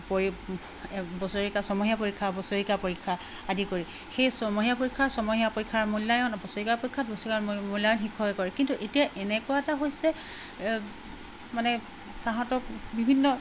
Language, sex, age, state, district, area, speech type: Assamese, female, 60+, Assam, Charaideo, urban, spontaneous